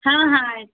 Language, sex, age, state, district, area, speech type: Kannada, female, 18-30, Karnataka, Bidar, urban, conversation